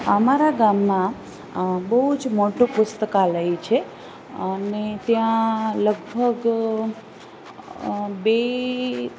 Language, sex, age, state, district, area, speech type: Gujarati, female, 30-45, Gujarat, Rajkot, rural, spontaneous